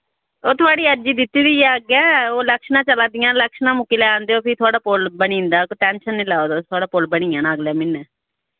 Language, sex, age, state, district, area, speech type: Dogri, female, 30-45, Jammu and Kashmir, Samba, rural, conversation